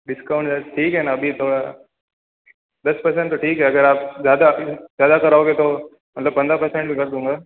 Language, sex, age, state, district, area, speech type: Hindi, male, 18-30, Rajasthan, Jodhpur, urban, conversation